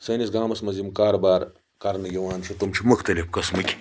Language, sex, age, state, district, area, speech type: Kashmiri, male, 18-30, Jammu and Kashmir, Baramulla, rural, spontaneous